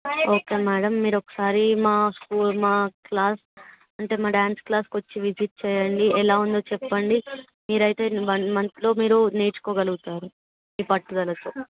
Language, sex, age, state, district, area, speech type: Telugu, female, 18-30, Telangana, Vikarabad, rural, conversation